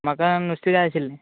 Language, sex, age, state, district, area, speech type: Goan Konkani, male, 18-30, Goa, Quepem, rural, conversation